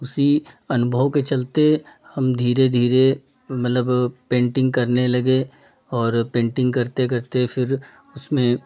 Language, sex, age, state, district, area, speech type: Hindi, male, 45-60, Uttar Pradesh, Hardoi, rural, spontaneous